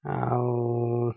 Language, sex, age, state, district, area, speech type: Odia, male, 45-60, Odisha, Dhenkanal, rural, spontaneous